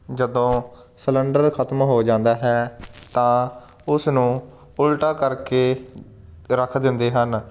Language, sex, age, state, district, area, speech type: Punjabi, male, 18-30, Punjab, Firozpur, rural, spontaneous